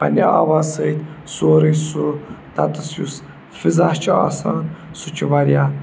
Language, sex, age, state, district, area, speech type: Kashmiri, male, 18-30, Jammu and Kashmir, Budgam, rural, spontaneous